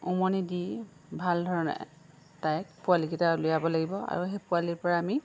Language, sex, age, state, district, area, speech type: Assamese, female, 30-45, Assam, Lakhimpur, rural, spontaneous